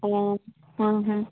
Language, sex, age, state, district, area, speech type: Manipuri, female, 18-30, Manipur, Kangpokpi, urban, conversation